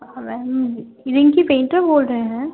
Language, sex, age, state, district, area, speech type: Hindi, female, 18-30, Madhya Pradesh, Gwalior, rural, conversation